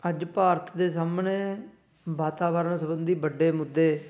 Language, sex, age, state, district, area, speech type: Punjabi, male, 18-30, Punjab, Fatehgarh Sahib, rural, spontaneous